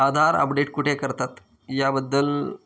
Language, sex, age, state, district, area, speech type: Marathi, male, 30-45, Maharashtra, Osmanabad, rural, spontaneous